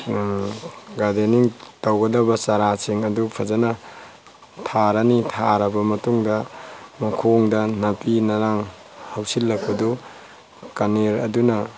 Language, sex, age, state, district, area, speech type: Manipuri, male, 45-60, Manipur, Tengnoupal, rural, spontaneous